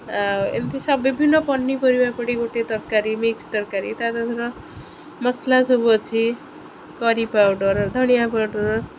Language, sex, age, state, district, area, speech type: Odia, female, 30-45, Odisha, Kendrapara, urban, spontaneous